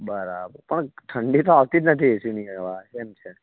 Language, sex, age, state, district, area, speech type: Gujarati, male, 18-30, Gujarat, Anand, rural, conversation